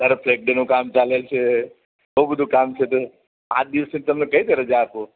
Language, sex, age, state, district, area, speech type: Gujarati, male, 45-60, Gujarat, Valsad, rural, conversation